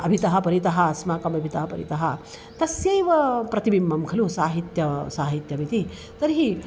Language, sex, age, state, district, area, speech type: Sanskrit, female, 45-60, Maharashtra, Nagpur, urban, spontaneous